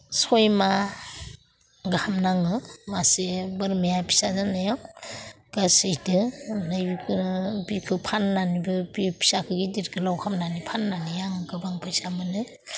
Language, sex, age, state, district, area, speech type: Bodo, female, 45-60, Assam, Udalguri, urban, spontaneous